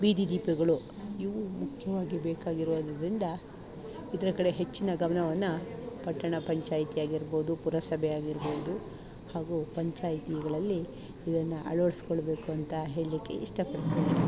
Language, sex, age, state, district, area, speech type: Kannada, female, 45-60, Karnataka, Chikkamagaluru, rural, spontaneous